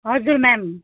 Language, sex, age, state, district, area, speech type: Nepali, female, 30-45, West Bengal, Kalimpong, rural, conversation